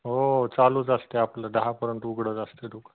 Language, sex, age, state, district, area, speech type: Marathi, male, 30-45, Maharashtra, Osmanabad, rural, conversation